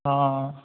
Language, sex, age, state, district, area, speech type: Punjabi, male, 30-45, Punjab, Fatehgarh Sahib, rural, conversation